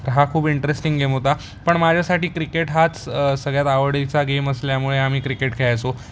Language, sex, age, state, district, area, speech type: Marathi, male, 18-30, Maharashtra, Mumbai Suburban, urban, spontaneous